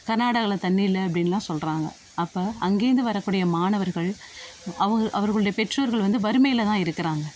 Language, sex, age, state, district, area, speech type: Tamil, female, 45-60, Tamil Nadu, Thanjavur, rural, spontaneous